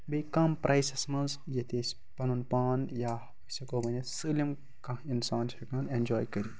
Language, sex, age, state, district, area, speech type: Kashmiri, male, 18-30, Jammu and Kashmir, Baramulla, rural, spontaneous